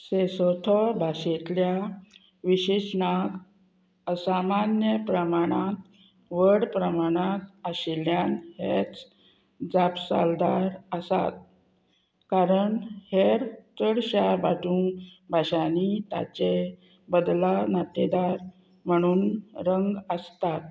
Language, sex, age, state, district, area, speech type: Goan Konkani, female, 45-60, Goa, Murmgao, rural, read